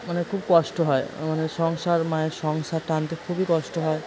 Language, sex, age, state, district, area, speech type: Bengali, male, 30-45, West Bengal, Purba Bardhaman, urban, spontaneous